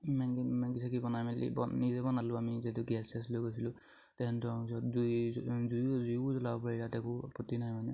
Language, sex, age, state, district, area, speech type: Assamese, male, 18-30, Assam, Charaideo, rural, spontaneous